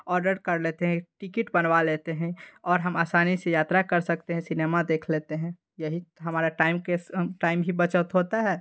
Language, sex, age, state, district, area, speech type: Hindi, male, 18-30, Bihar, Darbhanga, rural, spontaneous